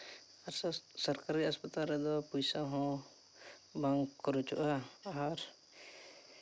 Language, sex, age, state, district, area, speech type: Santali, male, 18-30, Jharkhand, Seraikela Kharsawan, rural, spontaneous